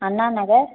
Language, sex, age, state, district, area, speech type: Tamil, female, 18-30, Tamil Nadu, Viluppuram, urban, conversation